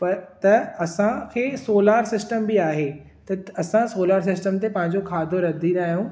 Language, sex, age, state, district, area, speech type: Sindhi, male, 18-30, Maharashtra, Thane, urban, spontaneous